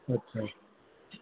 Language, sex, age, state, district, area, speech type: Sindhi, male, 60+, Uttar Pradesh, Lucknow, urban, conversation